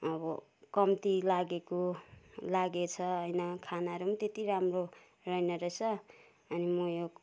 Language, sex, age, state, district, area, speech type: Nepali, female, 60+, West Bengal, Kalimpong, rural, spontaneous